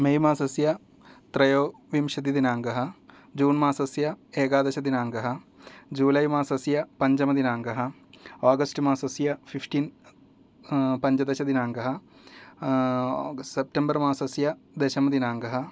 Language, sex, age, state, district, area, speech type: Sanskrit, male, 30-45, Kerala, Thrissur, urban, spontaneous